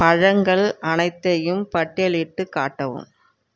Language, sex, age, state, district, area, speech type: Tamil, female, 45-60, Tamil Nadu, Tiruvarur, rural, read